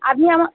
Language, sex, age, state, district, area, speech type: Bengali, female, 30-45, West Bengal, North 24 Parganas, urban, conversation